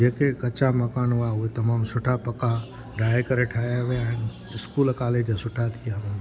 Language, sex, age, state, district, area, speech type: Sindhi, male, 60+, Gujarat, Junagadh, rural, spontaneous